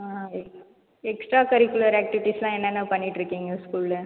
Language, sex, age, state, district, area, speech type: Tamil, female, 18-30, Tamil Nadu, Viluppuram, rural, conversation